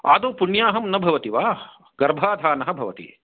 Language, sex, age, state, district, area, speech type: Sanskrit, male, 45-60, Karnataka, Kolar, urban, conversation